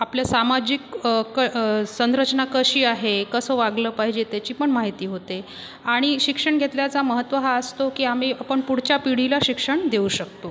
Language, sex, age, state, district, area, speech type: Marathi, female, 30-45, Maharashtra, Buldhana, rural, spontaneous